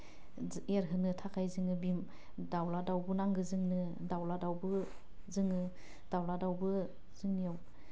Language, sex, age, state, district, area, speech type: Bodo, female, 30-45, Assam, Udalguri, urban, spontaneous